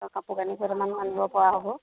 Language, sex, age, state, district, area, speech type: Assamese, female, 30-45, Assam, Lakhimpur, rural, conversation